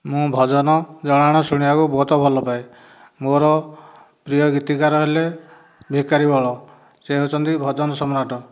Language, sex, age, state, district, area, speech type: Odia, male, 60+, Odisha, Dhenkanal, rural, spontaneous